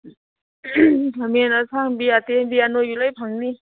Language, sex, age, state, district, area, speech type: Manipuri, female, 30-45, Manipur, Kangpokpi, urban, conversation